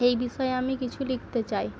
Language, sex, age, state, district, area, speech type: Bengali, female, 18-30, West Bengal, Murshidabad, rural, spontaneous